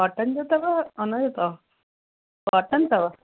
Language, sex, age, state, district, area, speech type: Sindhi, female, 45-60, Uttar Pradesh, Lucknow, urban, conversation